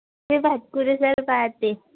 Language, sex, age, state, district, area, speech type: Marathi, female, 18-30, Maharashtra, Amravati, rural, conversation